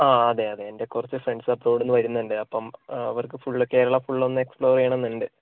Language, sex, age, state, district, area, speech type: Malayalam, male, 18-30, Kerala, Kozhikode, urban, conversation